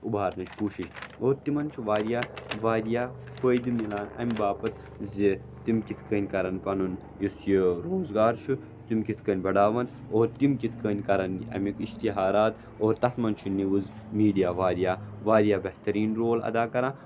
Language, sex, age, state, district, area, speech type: Kashmiri, male, 30-45, Jammu and Kashmir, Srinagar, urban, spontaneous